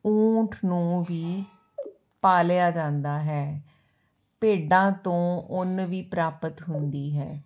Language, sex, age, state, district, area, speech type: Punjabi, female, 45-60, Punjab, Ludhiana, rural, spontaneous